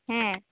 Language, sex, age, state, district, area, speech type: Santali, female, 18-30, West Bengal, Malda, rural, conversation